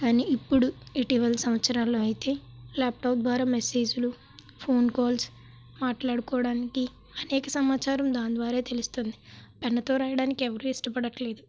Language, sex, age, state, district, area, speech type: Telugu, female, 18-30, Andhra Pradesh, Kakinada, rural, spontaneous